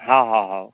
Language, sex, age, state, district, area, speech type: Odia, male, 30-45, Odisha, Nayagarh, rural, conversation